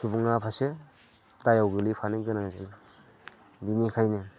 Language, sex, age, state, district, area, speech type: Bodo, male, 45-60, Assam, Udalguri, rural, spontaneous